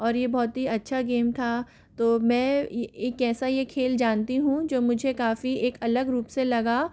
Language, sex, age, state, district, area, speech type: Hindi, female, 30-45, Rajasthan, Jodhpur, urban, spontaneous